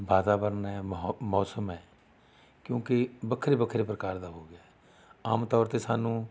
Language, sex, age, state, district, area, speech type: Punjabi, male, 45-60, Punjab, Rupnagar, rural, spontaneous